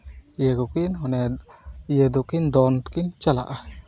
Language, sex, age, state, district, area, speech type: Santali, male, 18-30, West Bengal, Uttar Dinajpur, rural, spontaneous